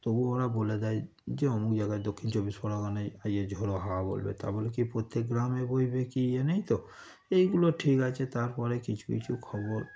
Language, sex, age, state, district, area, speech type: Bengali, male, 30-45, West Bengal, Darjeeling, rural, spontaneous